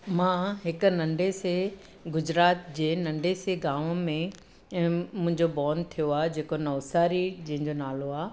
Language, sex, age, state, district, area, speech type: Sindhi, female, 30-45, Gujarat, Surat, urban, spontaneous